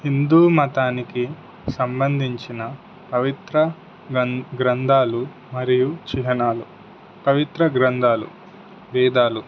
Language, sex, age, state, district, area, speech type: Telugu, male, 18-30, Telangana, Suryapet, urban, spontaneous